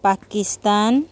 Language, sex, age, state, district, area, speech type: Odia, female, 45-60, Odisha, Sundergarh, rural, spontaneous